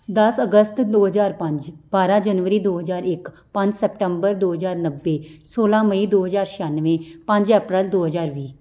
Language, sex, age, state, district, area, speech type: Punjabi, female, 30-45, Punjab, Amritsar, urban, spontaneous